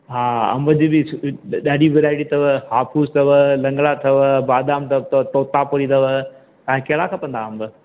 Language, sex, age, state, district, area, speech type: Sindhi, male, 60+, Madhya Pradesh, Katni, urban, conversation